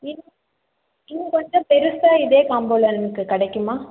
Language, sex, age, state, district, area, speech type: Tamil, female, 18-30, Tamil Nadu, Chengalpattu, urban, conversation